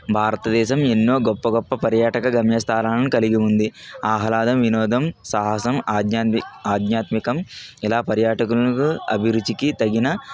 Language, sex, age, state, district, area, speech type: Telugu, male, 45-60, Andhra Pradesh, Kakinada, urban, spontaneous